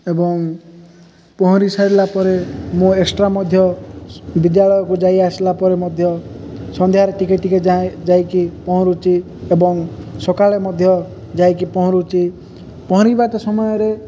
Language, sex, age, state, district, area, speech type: Odia, male, 18-30, Odisha, Nabarangpur, urban, spontaneous